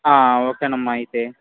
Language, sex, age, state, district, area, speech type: Telugu, male, 18-30, Andhra Pradesh, Srikakulam, urban, conversation